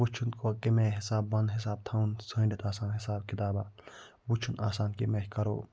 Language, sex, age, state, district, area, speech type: Kashmiri, male, 45-60, Jammu and Kashmir, Budgam, urban, spontaneous